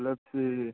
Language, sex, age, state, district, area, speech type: Manipuri, male, 18-30, Manipur, Churachandpur, rural, conversation